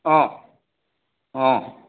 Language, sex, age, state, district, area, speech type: Assamese, male, 60+, Assam, Charaideo, urban, conversation